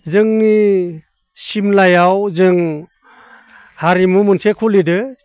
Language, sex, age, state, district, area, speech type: Bodo, male, 60+, Assam, Baksa, urban, spontaneous